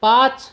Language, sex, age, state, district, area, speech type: Marathi, male, 30-45, Maharashtra, Washim, rural, read